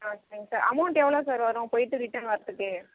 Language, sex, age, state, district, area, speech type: Tamil, male, 60+, Tamil Nadu, Tiruvarur, rural, conversation